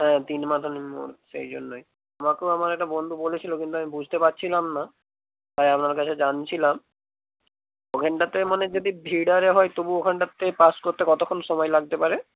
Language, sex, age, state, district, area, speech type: Bengali, male, 18-30, West Bengal, North 24 Parganas, rural, conversation